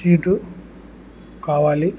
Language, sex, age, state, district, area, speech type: Telugu, male, 18-30, Andhra Pradesh, Kurnool, urban, spontaneous